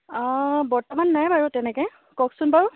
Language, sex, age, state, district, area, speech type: Assamese, female, 18-30, Assam, Lakhimpur, rural, conversation